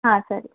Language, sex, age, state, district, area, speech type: Kannada, female, 18-30, Karnataka, Shimoga, rural, conversation